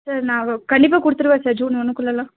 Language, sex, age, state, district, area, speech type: Tamil, female, 30-45, Tamil Nadu, Nilgiris, urban, conversation